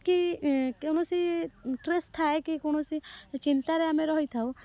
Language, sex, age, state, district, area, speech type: Odia, female, 18-30, Odisha, Kendrapara, urban, spontaneous